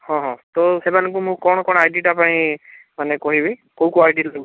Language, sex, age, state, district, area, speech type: Odia, male, 45-60, Odisha, Bhadrak, rural, conversation